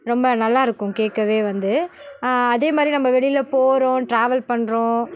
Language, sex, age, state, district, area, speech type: Tamil, female, 30-45, Tamil Nadu, Perambalur, rural, spontaneous